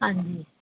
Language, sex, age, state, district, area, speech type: Punjabi, female, 18-30, Punjab, Barnala, rural, conversation